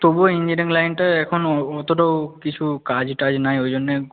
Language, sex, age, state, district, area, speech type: Bengali, male, 18-30, West Bengal, Nadia, rural, conversation